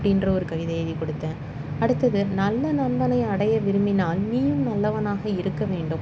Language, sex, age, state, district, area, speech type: Tamil, female, 30-45, Tamil Nadu, Chennai, urban, spontaneous